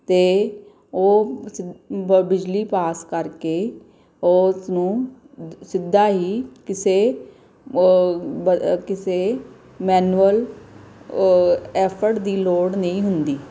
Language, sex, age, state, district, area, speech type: Punjabi, female, 45-60, Punjab, Gurdaspur, urban, spontaneous